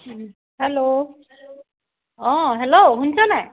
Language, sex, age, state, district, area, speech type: Assamese, female, 30-45, Assam, Sivasagar, rural, conversation